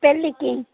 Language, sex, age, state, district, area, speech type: Telugu, female, 45-60, Andhra Pradesh, Srikakulam, urban, conversation